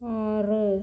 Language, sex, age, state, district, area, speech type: Malayalam, female, 60+, Kerala, Palakkad, rural, read